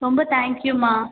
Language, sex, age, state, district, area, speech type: Tamil, female, 18-30, Tamil Nadu, Ariyalur, rural, conversation